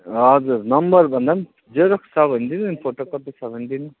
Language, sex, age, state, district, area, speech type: Nepali, male, 30-45, West Bengal, Darjeeling, rural, conversation